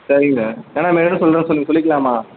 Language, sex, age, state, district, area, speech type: Tamil, male, 18-30, Tamil Nadu, Madurai, rural, conversation